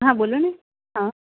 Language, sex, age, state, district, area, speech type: Gujarati, female, 30-45, Gujarat, Anand, urban, conversation